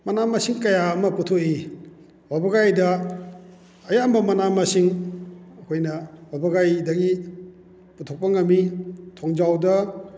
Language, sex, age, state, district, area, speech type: Manipuri, male, 45-60, Manipur, Kakching, rural, spontaneous